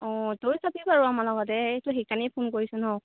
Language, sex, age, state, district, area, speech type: Assamese, female, 18-30, Assam, Golaghat, urban, conversation